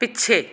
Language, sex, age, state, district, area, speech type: Punjabi, female, 45-60, Punjab, Amritsar, urban, read